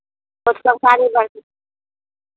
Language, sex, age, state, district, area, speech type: Hindi, female, 60+, Bihar, Vaishali, rural, conversation